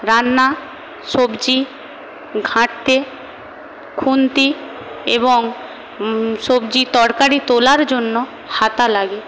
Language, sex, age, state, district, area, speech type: Bengali, female, 18-30, West Bengal, Paschim Medinipur, rural, spontaneous